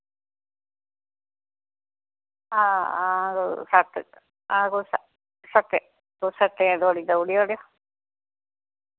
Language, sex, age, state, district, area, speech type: Dogri, female, 60+, Jammu and Kashmir, Reasi, rural, conversation